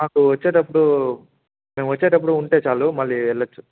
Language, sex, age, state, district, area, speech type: Telugu, male, 18-30, Andhra Pradesh, Chittoor, rural, conversation